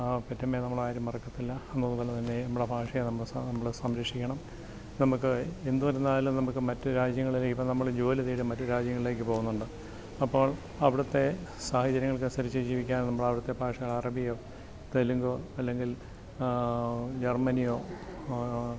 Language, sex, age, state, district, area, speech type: Malayalam, male, 60+, Kerala, Alappuzha, rural, spontaneous